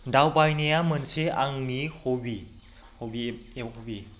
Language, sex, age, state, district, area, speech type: Bodo, male, 30-45, Assam, Chirang, rural, spontaneous